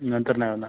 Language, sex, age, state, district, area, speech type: Marathi, male, 45-60, Maharashtra, Nagpur, urban, conversation